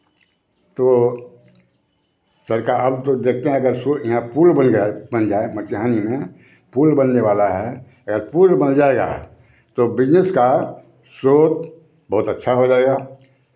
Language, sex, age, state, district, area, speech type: Hindi, male, 60+, Bihar, Begusarai, rural, spontaneous